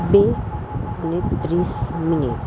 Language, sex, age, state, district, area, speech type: Gujarati, female, 30-45, Gujarat, Kheda, urban, spontaneous